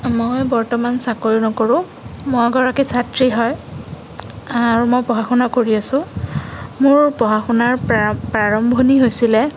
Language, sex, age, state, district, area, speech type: Assamese, female, 18-30, Assam, Sonitpur, urban, spontaneous